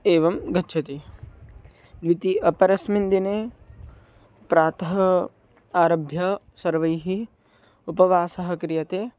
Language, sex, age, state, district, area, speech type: Sanskrit, male, 18-30, Maharashtra, Buldhana, urban, spontaneous